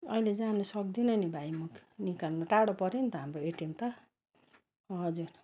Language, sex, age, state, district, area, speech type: Nepali, female, 60+, West Bengal, Darjeeling, rural, spontaneous